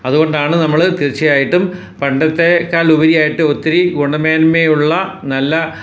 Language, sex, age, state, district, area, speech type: Malayalam, male, 60+, Kerala, Ernakulam, rural, spontaneous